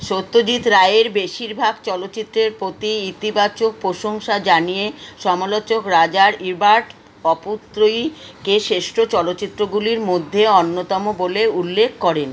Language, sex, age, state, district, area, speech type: Bengali, female, 60+, West Bengal, Kolkata, urban, read